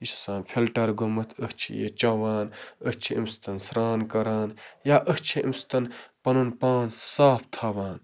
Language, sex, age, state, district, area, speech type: Kashmiri, male, 30-45, Jammu and Kashmir, Baramulla, rural, spontaneous